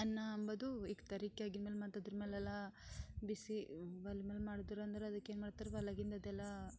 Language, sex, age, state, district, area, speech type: Kannada, female, 18-30, Karnataka, Bidar, rural, spontaneous